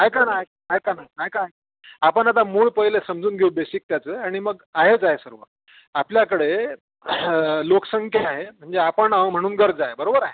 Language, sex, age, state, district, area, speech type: Marathi, male, 45-60, Maharashtra, Wardha, urban, conversation